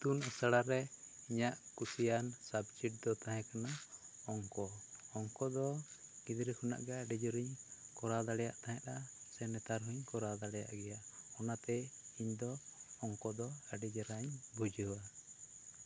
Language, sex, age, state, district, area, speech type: Santali, male, 30-45, West Bengal, Bankura, rural, spontaneous